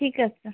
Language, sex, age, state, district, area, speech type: Bengali, female, 18-30, West Bengal, Alipurduar, rural, conversation